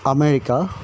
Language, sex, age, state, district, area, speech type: Assamese, male, 30-45, Assam, Jorhat, urban, spontaneous